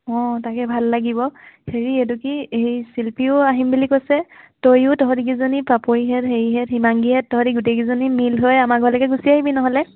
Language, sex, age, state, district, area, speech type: Assamese, female, 18-30, Assam, Lakhimpur, urban, conversation